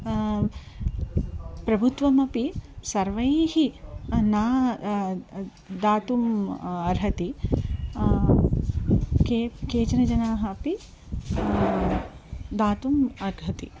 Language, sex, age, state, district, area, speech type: Sanskrit, female, 30-45, Andhra Pradesh, Krishna, urban, spontaneous